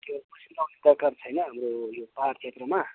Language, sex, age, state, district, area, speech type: Nepali, male, 45-60, West Bengal, Kalimpong, rural, conversation